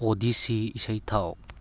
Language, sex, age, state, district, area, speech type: Manipuri, male, 18-30, Manipur, Churachandpur, rural, read